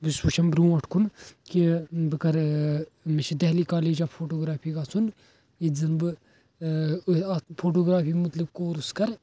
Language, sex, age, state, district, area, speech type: Kashmiri, male, 18-30, Jammu and Kashmir, Anantnag, rural, spontaneous